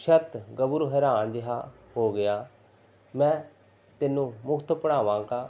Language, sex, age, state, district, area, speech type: Punjabi, male, 30-45, Punjab, Pathankot, rural, spontaneous